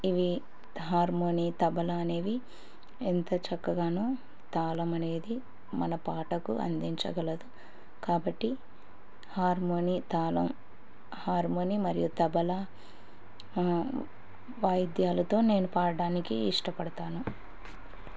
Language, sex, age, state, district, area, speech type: Telugu, female, 30-45, Andhra Pradesh, Kurnool, rural, spontaneous